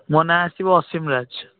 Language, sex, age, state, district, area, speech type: Odia, male, 18-30, Odisha, Cuttack, urban, conversation